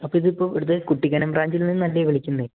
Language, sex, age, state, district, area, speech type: Malayalam, male, 18-30, Kerala, Idukki, rural, conversation